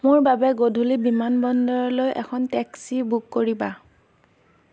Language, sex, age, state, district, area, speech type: Assamese, female, 18-30, Assam, Darrang, rural, read